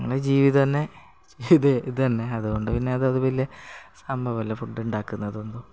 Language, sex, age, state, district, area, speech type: Malayalam, female, 45-60, Kerala, Kasaragod, rural, spontaneous